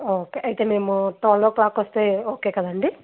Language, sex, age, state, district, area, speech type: Telugu, female, 18-30, Andhra Pradesh, Anantapur, rural, conversation